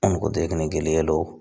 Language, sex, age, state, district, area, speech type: Hindi, male, 18-30, Rajasthan, Bharatpur, rural, spontaneous